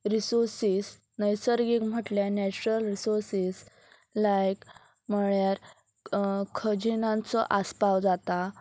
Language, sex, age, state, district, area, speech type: Goan Konkani, female, 18-30, Goa, Pernem, rural, spontaneous